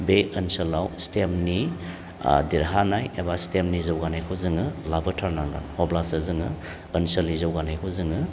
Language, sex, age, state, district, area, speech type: Bodo, male, 45-60, Assam, Baksa, urban, spontaneous